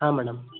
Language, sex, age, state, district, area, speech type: Kannada, male, 18-30, Karnataka, Davanagere, rural, conversation